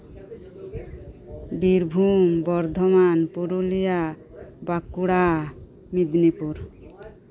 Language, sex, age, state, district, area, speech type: Santali, female, 30-45, West Bengal, Birbhum, rural, spontaneous